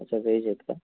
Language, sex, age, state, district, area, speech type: Marathi, female, 18-30, Maharashtra, Nashik, urban, conversation